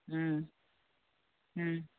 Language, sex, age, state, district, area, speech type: Bengali, female, 30-45, West Bengal, Darjeeling, rural, conversation